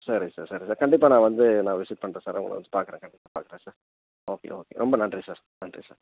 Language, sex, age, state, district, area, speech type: Tamil, male, 30-45, Tamil Nadu, Salem, rural, conversation